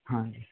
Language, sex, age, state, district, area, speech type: Punjabi, male, 18-30, Punjab, Mansa, rural, conversation